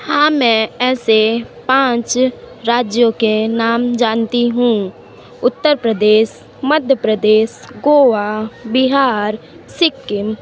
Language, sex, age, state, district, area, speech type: Hindi, female, 45-60, Uttar Pradesh, Sonbhadra, rural, spontaneous